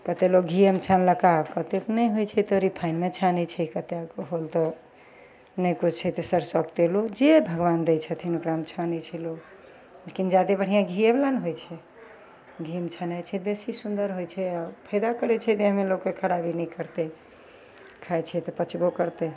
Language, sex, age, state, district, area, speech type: Maithili, female, 45-60, Bihar, Begusarai, rural, spontaneous